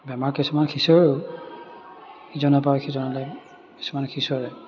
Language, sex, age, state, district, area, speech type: Assamese, male, 30-45, Assam, Majuli, urban, spontaneous